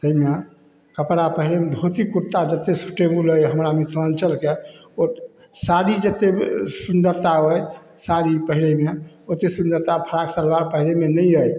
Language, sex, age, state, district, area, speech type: Maithili, male, 60+, Bihar, Samastipur, rural, spontaneous